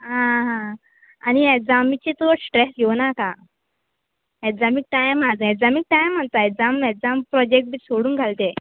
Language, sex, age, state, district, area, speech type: Goan Konkani, female, 18-30, Goa, Bardez, urban, conversation